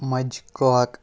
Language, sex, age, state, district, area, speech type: Kashmiri, male, 30-45, Jammu and Kashmir, Kupwara, rural, spontaneous